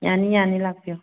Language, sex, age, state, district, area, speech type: Manipuri, female, 45-60, Manipur, Thoubal, rural, conversation